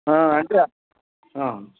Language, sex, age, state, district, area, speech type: Telugu, male, 60+, Telangana, Hyderabad, rural, conversation